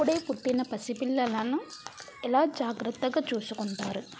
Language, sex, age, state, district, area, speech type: Telugu, female, 18-30, Telangana, Mancherial, rural, spontaneous